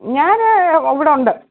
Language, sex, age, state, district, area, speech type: Malayalam, female, 45-60, Kerala, Pathanamthitta, urban, conversation